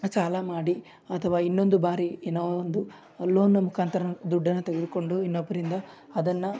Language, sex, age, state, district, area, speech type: Kannada, male, 18-30, Karnataka, Koppal, urban, spontaneous